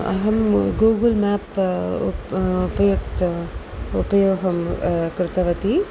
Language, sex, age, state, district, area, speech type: Sanskrit, female, 45-60, Tamil Nadu, Tiruchirappalli, urban, spontaneous